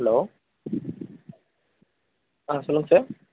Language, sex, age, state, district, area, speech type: Tamil, male, 18-30, Tamil Nadu, Vellore, rural, conversation